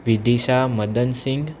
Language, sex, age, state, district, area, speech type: Gujarati, male, 18-30, Gujarat, Anand, urban, spontaneous